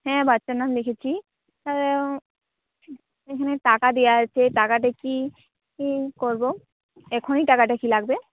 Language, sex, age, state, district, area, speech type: Bengali, female, 18-30, West Bengal, Jhargram, rural, conversation